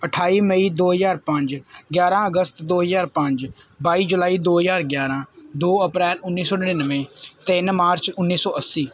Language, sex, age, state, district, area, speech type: Punjabi, male, 18-30, Punjab, Kapurthala, urban, spontaneous